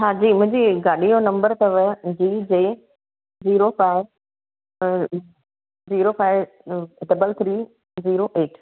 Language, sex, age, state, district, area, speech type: Sindhi, female, 45-60, Gujarat, Surat, urban, conversation